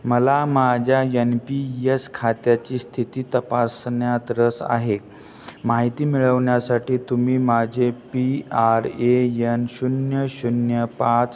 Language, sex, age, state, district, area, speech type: Marathi, male, 30-45, Maharashtra, Satara, rural, read